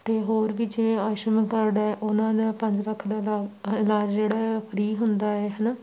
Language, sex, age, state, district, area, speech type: Punjabi, female, 18-30, Punjab, Shaheed Bhagat Singh Nagar, rural, spontaneous